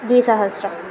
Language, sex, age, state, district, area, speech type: Sanskrit, female, 18-30, Kerala, Kannur, rural, spontaneous